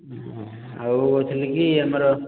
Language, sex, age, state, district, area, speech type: Odia, male, 18-30, Odisha, Khordha, rural, conversation